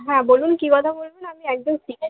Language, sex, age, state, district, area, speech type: Bengali, female, 18-30, West Bengal, Howrah, urban, conversation